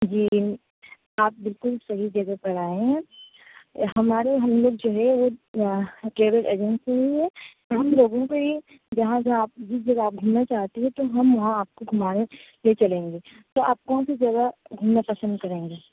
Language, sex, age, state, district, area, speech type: Urdu, female, 18-30, Uttar Pradesh, Aligarh, urban, conversation